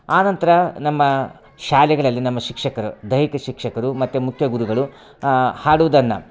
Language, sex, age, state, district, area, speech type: Kannada, male, 30-45, Karnataka, Vijayapura, rural, spontaneous